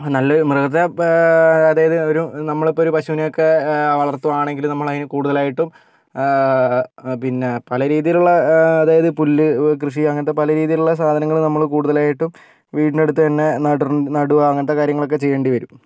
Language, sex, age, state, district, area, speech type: Malayalam, male, 45-60, Kerala, Kozhikode, urban, spontaneous